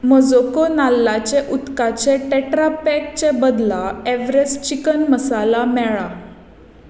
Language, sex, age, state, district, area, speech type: Goan Konkani, female, 18-30, Goa, Tiswadi, rural, read